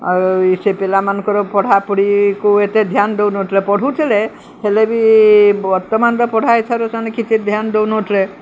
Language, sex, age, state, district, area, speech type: Odia, female, 60+, Odisha, Sundergarh, urban, spontaneous